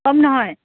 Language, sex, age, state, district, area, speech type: Assamese, female, 18-30, Assam, Kamrup Metropolitan, urban, conversation